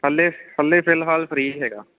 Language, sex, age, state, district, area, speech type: Punjabi, male, 30-45, Punjab, Kapurthala, rural, conversation